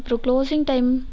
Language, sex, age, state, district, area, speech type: Tamil, female, 18-30, Tamil Nadu, Namakkal, rural, spontaneous